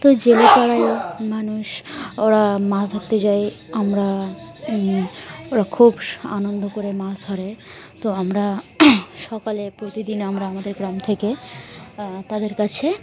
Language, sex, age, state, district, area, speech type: Bengali, female, 18-30, West Bengal, Dakshin Dinajpur, urban, spontaneous